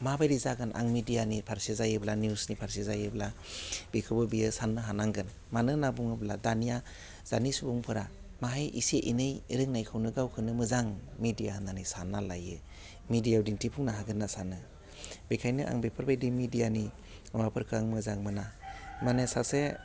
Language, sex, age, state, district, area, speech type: Bodo, male, 30-45, Assam, Udalguri, rural, spontaneous